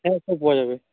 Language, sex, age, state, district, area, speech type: Bengali, male, 18-30, West Bengal, Uttar Dinajpur, rural, conversation